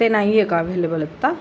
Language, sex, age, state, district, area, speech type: Marathi, female, 45-60, Maharashtra, Sangli, urban, spontaneous